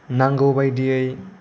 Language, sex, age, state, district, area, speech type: Bodo, male, 18-30, Assam, Kokrajhar, rural, spontaneous